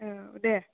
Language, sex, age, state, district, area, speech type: Bodo, female, 18-30, Assam, Kokrajhar, rural, conversation